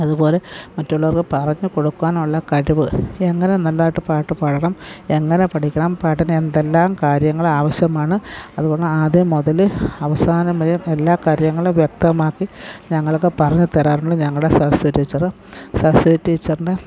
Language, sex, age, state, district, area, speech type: Malayalam, female, 45-60, Kerala, Pathanamthitta, rural, spontaneous